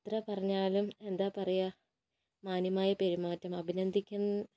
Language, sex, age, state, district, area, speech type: Malayalam, female, 30-45, Kerala, Wayanad, rural, spontaneous